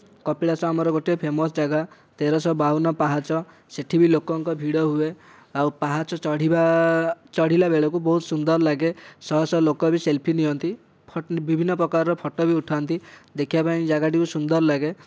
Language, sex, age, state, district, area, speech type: Odia, male, 18-30, Odisha, Dhenkanal, rural, spontaneous